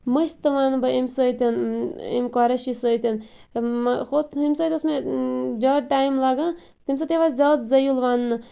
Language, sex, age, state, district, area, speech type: Kashmiri, female, 30-45, Jammu and Kashmir, Bandipora, rural, spontaneous